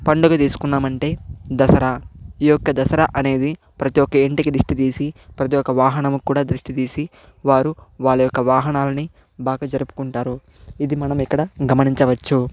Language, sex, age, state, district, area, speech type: Telugu, male, 18-30, Andhra Pradesh, Chittoor, rural, spontaneous